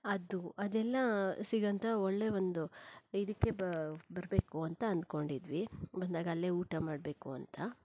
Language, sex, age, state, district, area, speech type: Kannada, female, 30-45, Karnataka, Shimoga, rural, spontaneous